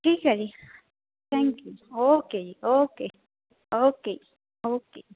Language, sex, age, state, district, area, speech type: Punjabi, female, 30-45, Punjab, Patiala, rural, conversation